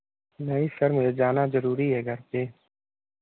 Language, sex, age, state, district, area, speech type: Hindi, male, 30-45, Uttar Pradesh, Mau, rural, conversation